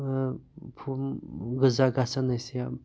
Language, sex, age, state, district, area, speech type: Kashmiri, male, 30-45, Jammu and Kashmir, Pulwama, rural, spontaneous